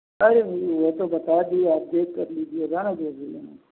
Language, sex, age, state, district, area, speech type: Hindi, male, 45-60, Uttar Pradesh, Azamgarh, rural, conversation